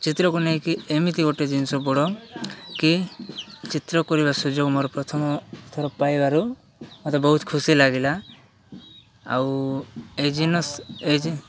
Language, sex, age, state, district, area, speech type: Odia, male, 45-60, Odisha, Koraput, urban, spontaneous